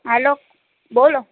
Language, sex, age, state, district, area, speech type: Gujarati, female, 18-30, Gujarat, Rajkot, urban, conversation